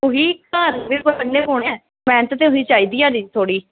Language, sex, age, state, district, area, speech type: Dogri, female, 18-30, Jammu and Kashmir, Jammu, rural, conversation